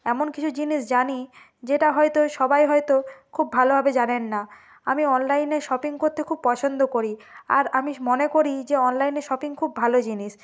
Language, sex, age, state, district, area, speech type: Bengali, female, 30-45, West Bengal, Purba Medinipur, rural, spontaneous